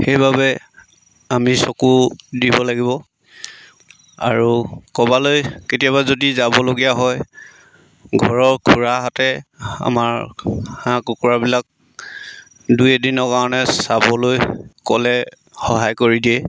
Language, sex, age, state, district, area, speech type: Assamese, male, 30-45, Assam, Sivasagar, rural, spontaneous